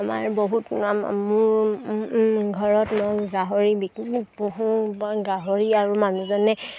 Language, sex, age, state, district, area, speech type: Assamese, female, 18-30, Assam, Sivasagar, rural, spontaneous